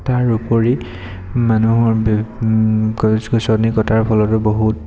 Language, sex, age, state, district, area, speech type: Assamese, male, 18-30, Assam, Sivasagar, urban, spontaneous